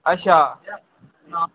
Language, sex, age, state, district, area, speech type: Dogri, male, 18-30, Jammu and Kashmir, Kathua, rural, conversation